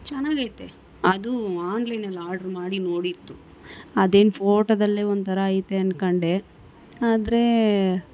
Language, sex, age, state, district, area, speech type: Kannada, female, 18-30, Karnataka, Bangalore Rural, rural, spontaneous